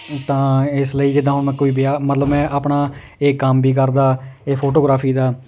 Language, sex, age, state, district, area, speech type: Punjabi, male, 18-30, Punjab, Hoshiarpur, rural, spontaneous